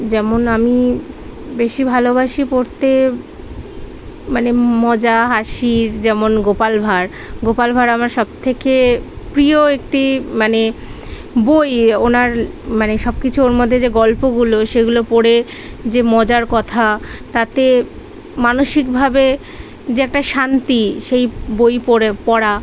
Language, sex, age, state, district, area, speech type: Bengali, female, 30-45, West Bengal, Kolkata, urban, spontaneous